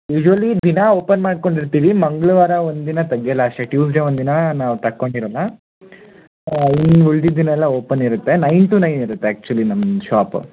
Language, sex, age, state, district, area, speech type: Kannada, male, 18-30, Karnataka, Shimoga, urban, conversation